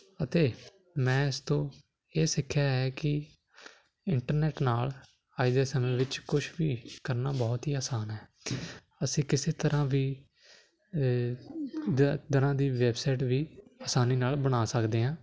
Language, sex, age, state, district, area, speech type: Punjabi, male, 18-30, Punjab, Hoshiarpur, urban, spontaneous